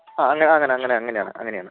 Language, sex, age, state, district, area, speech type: Malayalam, male, 30-45, Kerala, Wayanad, rural, conversation